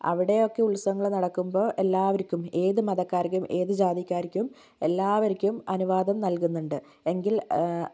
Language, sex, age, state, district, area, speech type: Malayalam, female, 18-30, Kerala, Kozhikode, urban, spontaneous